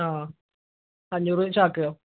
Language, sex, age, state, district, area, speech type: Malayalam, male, 18-30, Kerala, Malappuram, rural, conversation